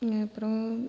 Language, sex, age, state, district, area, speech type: Tamil, female, 18-30, Tamil Nadu, Cuddalore, rural, spontaneous